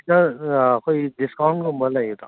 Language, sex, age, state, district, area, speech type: Manipuri, male, 30-45, Manipur, Churachandpur, rural, conversation